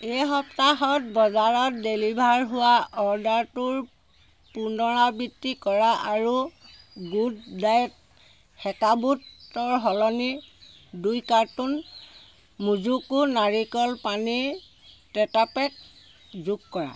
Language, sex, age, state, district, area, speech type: Assamese, female, 60+, Assam, Sivasagar, rural, read